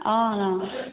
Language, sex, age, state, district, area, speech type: Assamese, female, 30-45, Assam, Sivasagar, rural, conversation